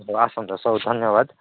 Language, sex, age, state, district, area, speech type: Odia, male, 45-60, Odisha, Nabarangpur, rural, conversation